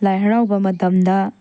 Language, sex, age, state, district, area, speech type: Manipuri, female, 18-30, Manipur, Tengnoupal, rural, spontaneous